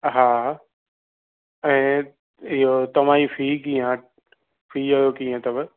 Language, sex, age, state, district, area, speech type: Sindhi, male, 30-45, Maharashtra, Thane, urban, conversation